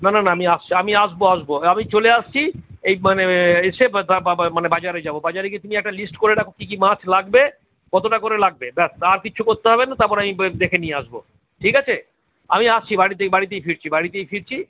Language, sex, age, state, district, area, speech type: Bengali, male, 60+, West Bengal, Kolkata, urban, conversation